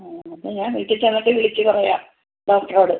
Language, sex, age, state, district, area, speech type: Malayalam, female, 60+, Kerala, Alappuzha, rural, conversation